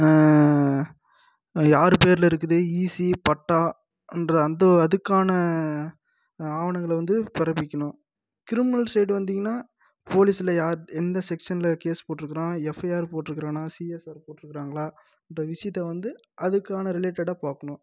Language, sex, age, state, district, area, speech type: Tamil, male, 18-30, Tamil Nadu, Krishnagiri, rural, spontaneous